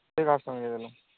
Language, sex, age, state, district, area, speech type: Odia, male, 18-30, Odisha, Nuapada, urban, conversation